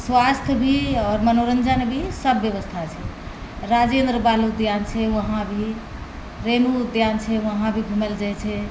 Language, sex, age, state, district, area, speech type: Maithili, female, 45-60, Bihar, Purnia, urban, spontaneous